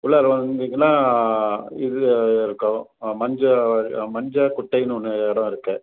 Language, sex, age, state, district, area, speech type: Tamil, male, 45-60, Tamil Nadu, Salem, urban, conversation